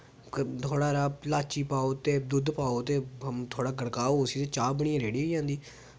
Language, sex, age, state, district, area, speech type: Dogri, male, 18-30, Jammu and Kashmir, Samba, rural, spontaneous